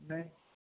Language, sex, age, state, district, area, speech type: Urdu, male, 18-30, Delhi, East Delhi, urban, conversation